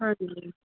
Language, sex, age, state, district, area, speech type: Punjabi, female, 18-30, Punjab, Fazilka, rural, conversation